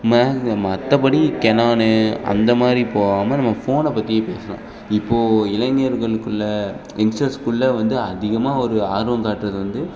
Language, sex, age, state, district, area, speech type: Tamil, male, 18-30, Tamil Nadu, Perambalur, rural, spontaneous